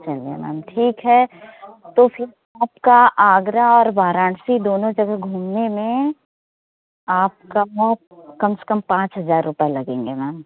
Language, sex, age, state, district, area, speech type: Hindi, female, 30-45, Uttar Pradesh, Prayagraj, urban, conversation